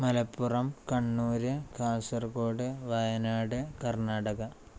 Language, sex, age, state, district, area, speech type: Malayalam, male, 18-30, Kerala, Kozhikode, rural, spontaneous